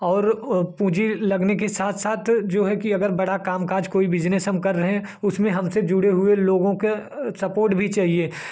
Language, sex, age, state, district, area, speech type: Hindi, male, 30-45, Uttar Pradesh, Jaunpur, rural, spontaneous